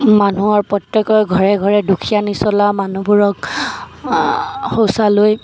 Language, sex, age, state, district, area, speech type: Assamese, female, 18-30, Assam, Dibrugarh, rural, spontaneous